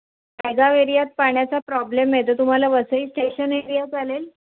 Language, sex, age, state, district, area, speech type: Marathi, female, 30-45, Maharashtra, Palghar, urban, conversation